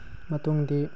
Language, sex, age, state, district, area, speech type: Manipuri, male, 18-30, Manipur, Tengnoupal, urban, spontaneous